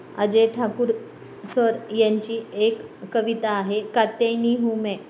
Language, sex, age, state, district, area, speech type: Marathi, female, 45-60, Maharashtra, Nanded, rural, spontaneous